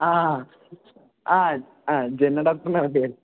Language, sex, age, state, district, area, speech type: Malayalam, male, 18-30, Kerala, Kottayam, urban, conversation